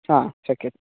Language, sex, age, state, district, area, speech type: Sanskrit, male, 18-30, Karnataka, Bagalkot, rural, conversation